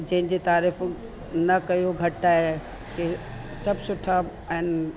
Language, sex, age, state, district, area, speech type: Sindhi, female, 45-60, Delhi, South Delhi, urban, spontaneous